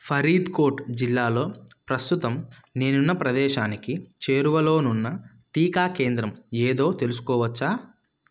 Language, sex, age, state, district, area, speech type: Telugu, male, 30-45, Telangana, Sangareddy, urban, read